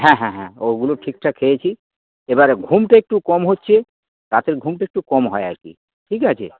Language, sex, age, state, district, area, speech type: Bengali, male, 60+, West Bengal, Dakshin Dinajpur, rural, conversation